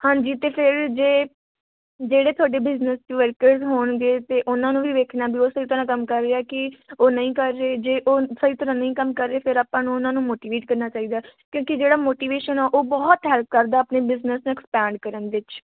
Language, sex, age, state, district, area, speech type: Punjabi, female, 45-60, Punjab, Moga, rural, conversation